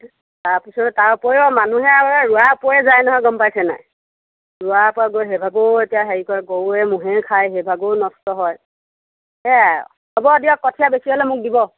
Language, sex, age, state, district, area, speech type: Assamese, female, 45-60, Assam, Sivasagar, rural, conversation